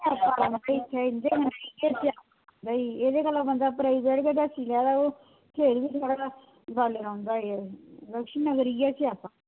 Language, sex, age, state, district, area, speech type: Dogri, female, 60+, Jammu and Kashmir, Kathua, rural, conversation